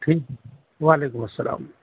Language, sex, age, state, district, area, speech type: Urdu, male, 60+, Uttar Pradesh, Muzaffarnagar, urban, conversation